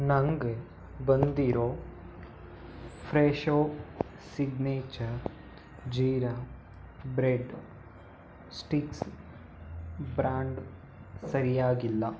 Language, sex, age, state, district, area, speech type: Kannada, male, 18-30, Karnataka, Chikkaballapur, urban, read